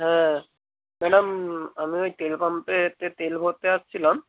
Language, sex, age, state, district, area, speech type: Bengali, male, 18-30, West Bengal, North 24 Parganas, rural, conversation